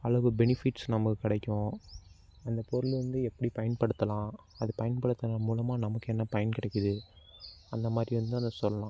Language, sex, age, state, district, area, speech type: Tamil, male, 30-45, Tamil Nadu, Tiruvarur, rural, spontaneous